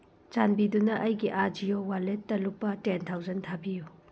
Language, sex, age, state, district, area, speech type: Manipuri, female, 30-45, Manipur, Tengnoupal, rural, read